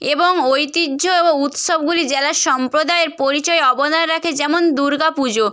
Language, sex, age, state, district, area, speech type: Bengali, female, 30-45, West Bengal, Purba Medinipur, rural, spontaneous